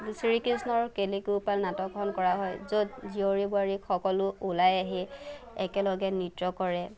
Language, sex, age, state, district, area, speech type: Assamese, female, 18-30, Assam, Nagaon, rural, spontaneous